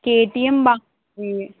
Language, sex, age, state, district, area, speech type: Telugu, female, 30-45, Andhra Pradesh, Eluru, rural, conversation